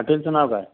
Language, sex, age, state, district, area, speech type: Marathi, male, 45-60, Maharashtra, Buldhana, rural, conversation